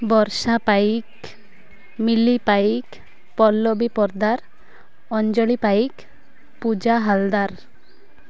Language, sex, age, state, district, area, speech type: Odia, female, 30-45, Odisha, Malkangiri, urban, spontaneous